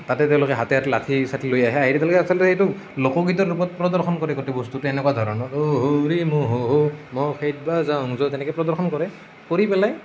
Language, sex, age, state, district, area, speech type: Assamese, male, 18-30, Assam, Nalbari, rural, spontaneous